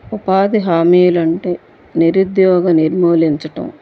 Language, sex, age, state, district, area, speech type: Telugu, female, 45-60, Andhra Pradesh, Bapatla, urban, spontaneous